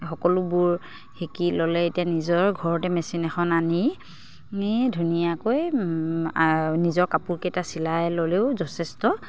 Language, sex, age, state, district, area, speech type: Assamese, female, 30-45, Assam, Charaideo, rural, spontaneous